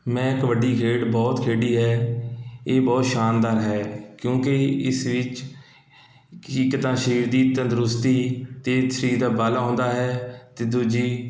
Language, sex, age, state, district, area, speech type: Punjabi, male, 30-45, Punjab, Mohali, urban, spontaneous